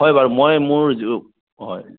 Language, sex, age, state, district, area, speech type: Assamese, male, 30-45, Assam, Sonitpur, rural, conversation